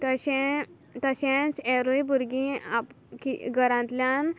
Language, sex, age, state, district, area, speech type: Goan Konkani, female, 18-30, Goa, Quepem, rural, spontaneous